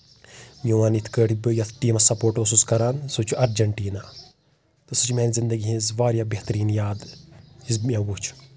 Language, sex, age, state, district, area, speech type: Kashmiri, male, 18-30, Jammu and Kashmir, Kulgam, rural, spontaneous